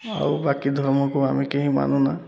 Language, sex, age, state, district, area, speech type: Odia, male, 18-30, Odisha, Koraput, urban, spontaneous